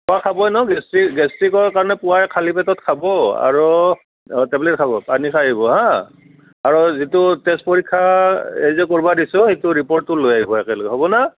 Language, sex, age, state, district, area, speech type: Assamese, male, 60+, Assam, Barpeta, rural, conversation